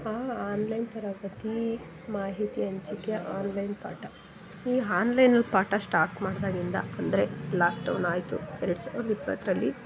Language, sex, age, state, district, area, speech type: Kannada, female, 30-45, Karnataka, Hassan, urban, spontaneous